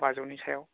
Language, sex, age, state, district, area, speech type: Bodo, male, 18-30, Assam, Baksa, rural, conversation